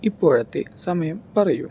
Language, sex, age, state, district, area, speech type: Malayalam, male, 18-30, Kerala, Palakkad, urban, read